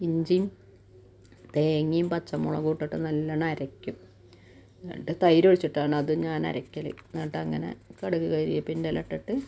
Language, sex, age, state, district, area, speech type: Malayalam, female, 45-60, Kerala, Malappuram, rural, spontaneous